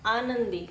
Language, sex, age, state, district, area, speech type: Marathi, female, 30-45, Maharashtra, Yavatmal, rural, read